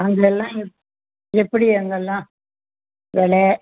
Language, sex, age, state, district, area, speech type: Tamil, female, 60+, Tamil Nadu, Vellore, rural, conversation